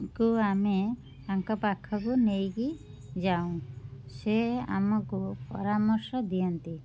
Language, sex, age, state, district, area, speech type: Odia, female, 30-45, Odisha, Cuttack, urban, spontaneous